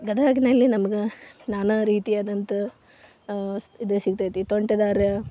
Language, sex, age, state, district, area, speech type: Kannada, female, 30-45, Karnataka, Gadag, rural, spontaneous